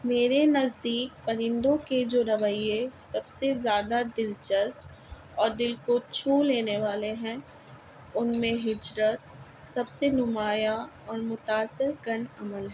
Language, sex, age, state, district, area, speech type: Urdu, female, 45-60, Delhi, South Delhi, urban, spontaneous